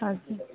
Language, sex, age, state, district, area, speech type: Nepali, female, 30-45, West Bengal, Alipurduar, rural, conversation